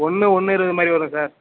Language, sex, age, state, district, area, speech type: Tamil, male, 18-30, Tamil Nadu, Mayiladuthurai, urban, conversation